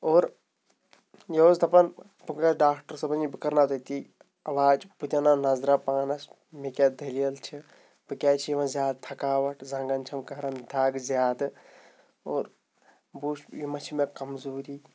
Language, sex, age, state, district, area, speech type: Kashmiri, male, 30-45, Jammu and Kashmir, Shopian, rural, spontaneous